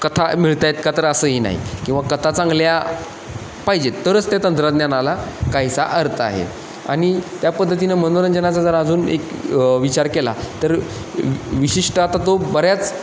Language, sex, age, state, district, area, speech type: Marathi, male, 30-45, Maharashtra, Satara, urban, spontaneous